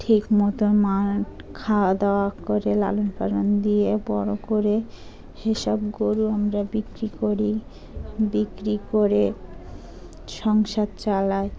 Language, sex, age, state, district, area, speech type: Bengali, female, 30-45, West Bengal, Dakshin Dinajpur, urban, spontaneous